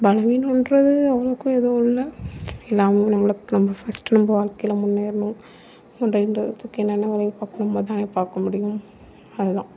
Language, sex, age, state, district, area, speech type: Tamil, female, 18-30, Tamil Nadu, Tiruvarur, urban, spontaneous